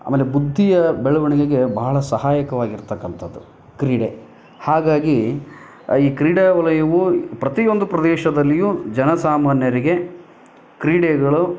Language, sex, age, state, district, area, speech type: Kannada, male, 30-45, Karnataka, Vijayanagara, rural, spontaneous